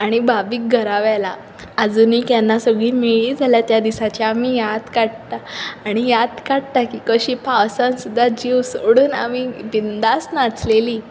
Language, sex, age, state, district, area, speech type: Goan Konkani, female, 18-30, Goa, Bardez, urban, spontaneous